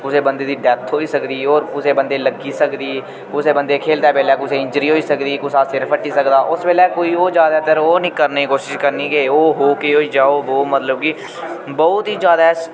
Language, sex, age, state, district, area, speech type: Dogri, male, 18-30, Jammu and Kashmir, Udhampur, rural, spontaneous